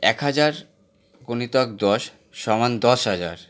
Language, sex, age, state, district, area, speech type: Bengali, male, 18-30, West Bengal, Howrah, urban, spontaneous